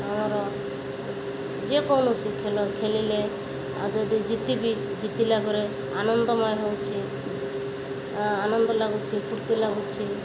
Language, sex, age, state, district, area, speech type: Odia, female, 30-45, Odisha, Malkangiri, urban, spontaneous